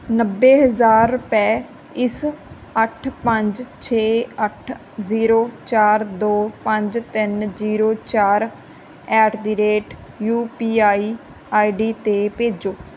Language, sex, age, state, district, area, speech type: Punjabi, female, 30-45, Punjab, Barnala, rural, read